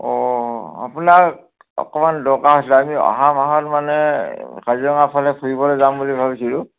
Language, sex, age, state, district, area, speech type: Assamese, male, 45-60, Assam, Dhemaji, rural, conversation